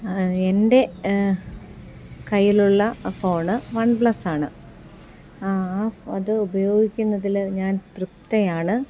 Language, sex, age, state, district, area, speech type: Malayalam, female, 30-45, Kerala, Thiruvananthapuram, urban, spontaneous